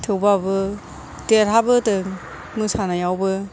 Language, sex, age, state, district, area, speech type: Bodo, female, 60+, Assam, Kokrajhar, rural, spontaneous